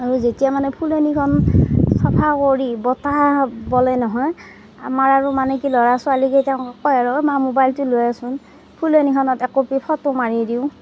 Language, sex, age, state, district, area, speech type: Assamese, female, 30-45, Assam, Darrang, rural, spontaneous